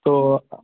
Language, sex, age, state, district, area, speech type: Bengali, male, 18-30, West Bengal, Murshidabad, urban, conversation